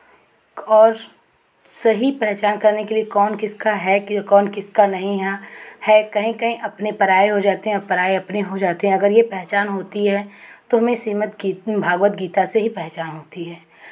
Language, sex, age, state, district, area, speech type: Hindi, female, 45-60, Uttar Pradesh, Chandauli, urban, spontaneous